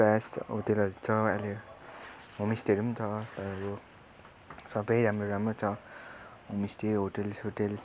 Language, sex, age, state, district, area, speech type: Nepali, male, 18-30, West Bengal, Darjeeling, rural, spontaneous